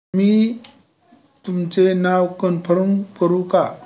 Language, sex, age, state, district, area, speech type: Marathi, male, 60+, Maharashtra, Osmanabad, rural, read